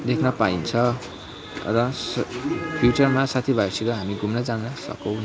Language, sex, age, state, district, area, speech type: Nepali, male, 18-30, West Bengal, Kalimpong, rural, spontaneous